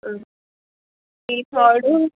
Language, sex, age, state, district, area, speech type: Goan Konkani, female, 18-30, Goa, Salcete, rural, conversation